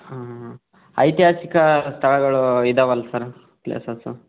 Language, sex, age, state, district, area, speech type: Kannada, male, 18-30, Karnataka, Tumkur, rural, conversation